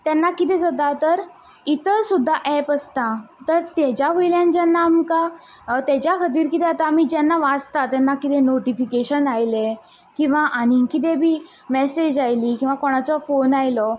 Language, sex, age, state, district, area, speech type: Goan Konkani, female, 18-30, Goa, Quepem, rural, spontaneous